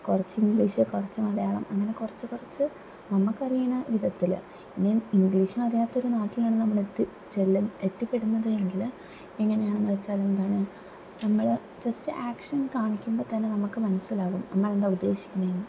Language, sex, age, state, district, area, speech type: Malayalam, female, 18-30, Kerala, Thrissur, urban, spontaneous